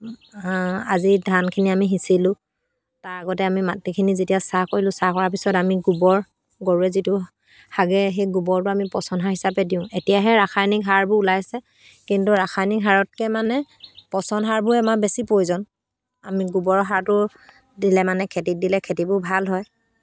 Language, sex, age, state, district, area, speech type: Assamese, female, 45-60, Assam, Dhemaji, rural, spontaneous